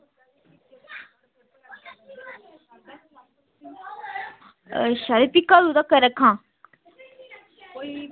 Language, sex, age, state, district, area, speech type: Dogri, female, 18-30, Jammu and Kashmir, Udhampur, rural, conversation